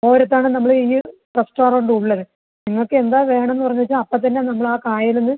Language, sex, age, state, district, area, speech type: Malayalam, female, 45-60, Kerala, Palakkad, rural, conversation